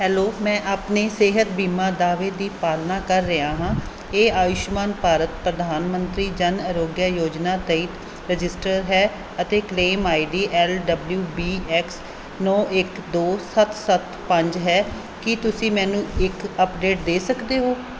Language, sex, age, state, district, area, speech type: Punjabi, female, 45-60, Punjab, Fazilka, rural, read